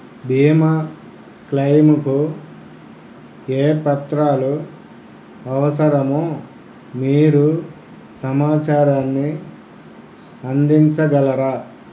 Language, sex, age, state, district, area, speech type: Telugu, male, 60+, Andhra Pradesh, Krishna, urban, read